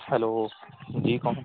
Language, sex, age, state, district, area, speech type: Urdu, male, 18-30, Uttar Pradesh, Azamgarh, rural, conversation